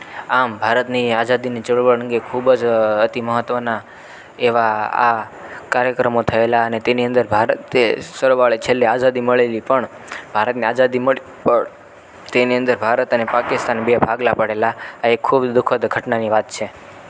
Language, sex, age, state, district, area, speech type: Gujarati, male, 30-45, Gujarat, Rajkot, rural, spontaneous